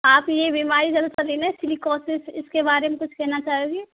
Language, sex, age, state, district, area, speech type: Hindi, female, 18-30, Rajasthan, Karauli, rural, conversation